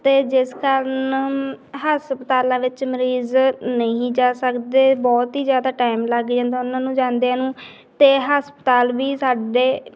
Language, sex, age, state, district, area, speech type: Punjabi, female, 18-30, Punjab, Bathinda, rural, spontaneous